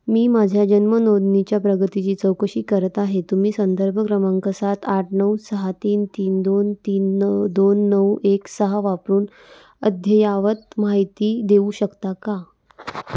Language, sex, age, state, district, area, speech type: Marathi, female, 18-30, Maharashtra, Wardha, urban, read